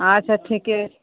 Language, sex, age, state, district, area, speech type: Maithili, female, 45-60, Bihar, Araria, rural, conversation